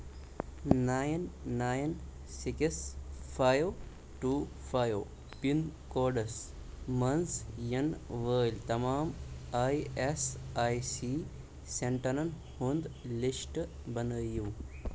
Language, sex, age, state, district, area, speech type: Kashmiri, male, 18-30, Jammu and Kashmir, Baramulla, urban, read